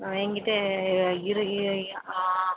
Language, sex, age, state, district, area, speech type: Tamil, female, 18-30, Tamil Nadu, Tiruvannamalai, urban, conversation